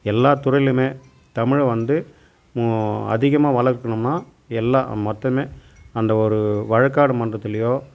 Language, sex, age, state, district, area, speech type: Tamil, male, 45-60, Tamil Nadu, Tiruvannamalai, rural, spontaneous